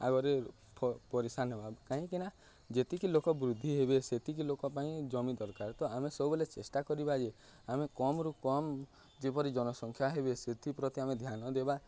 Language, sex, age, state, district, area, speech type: Odia, male, 18-30, Odisha, Nuapada, urban, spontaneous